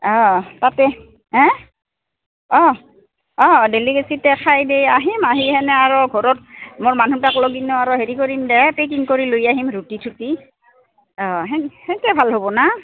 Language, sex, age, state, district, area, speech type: Assamese, female, 45-60, Assam, Goalpara, urban, conversation